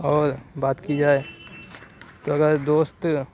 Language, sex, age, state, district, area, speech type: Urdu, male, 45-60, Uttar Pradesh, Aligarh, rural, spontaneous